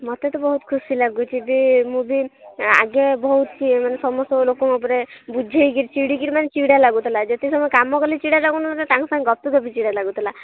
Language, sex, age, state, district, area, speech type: Odia, female, 18-30, Odisha, Kendrapara, urban, conversation